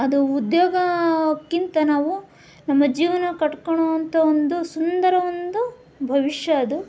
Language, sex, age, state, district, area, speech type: Kannada, female, 18-30, Karnataka, Chitradurga, urban, spontaneous